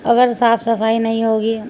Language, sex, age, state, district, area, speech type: Urdu, female, 45-60, Uttar Pradesh, Muzaffarnagar, urban, spontaneous